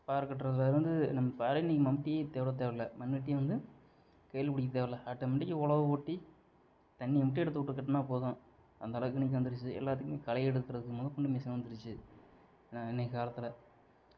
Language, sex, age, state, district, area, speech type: Tamil, male, 30-45, Tamil Nadu, Sivaganga, rural, spontaneous